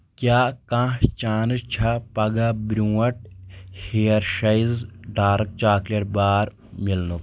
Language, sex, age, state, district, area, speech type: Kashmiri, male, 18-30, Jammu and Kashmir, Kulgam, rural, read